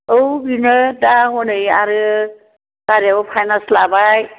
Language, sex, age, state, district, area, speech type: Bodo, female, 60+, Assam, Kokrajhar, rural, conversation